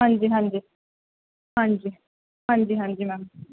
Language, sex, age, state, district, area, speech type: Punjabi, female, 18-30, Punjab, Muktsar, urban, conversation